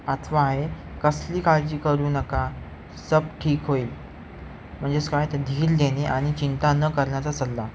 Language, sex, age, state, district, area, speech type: Marathi, male, 18-30, Maharashtra, Ratnagiri, urban, spontaneous